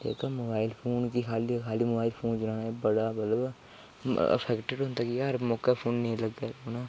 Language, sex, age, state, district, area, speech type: Dogri, male, 18-30, Jammu and Kashmir, Udhampur, rural, spontaneous